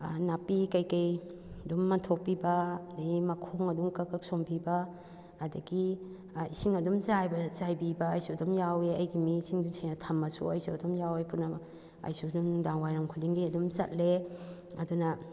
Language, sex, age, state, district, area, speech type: Manipuri, female, 45-60, Manipur, Kakching, rural, spontaneous